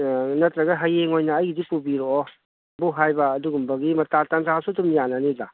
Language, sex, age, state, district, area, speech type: Manipuri, male, 45-60, Manipur, Kangpokpi, urban, conversation